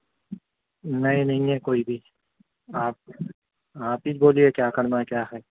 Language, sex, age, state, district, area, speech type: Urdu, male, 30-45, Telangana, Hyderabad, urban, conversation